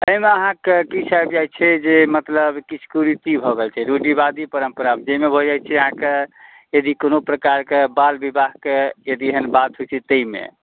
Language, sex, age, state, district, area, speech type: Maithili, male, 30-45, Bihar, Madhubani, rural, conversation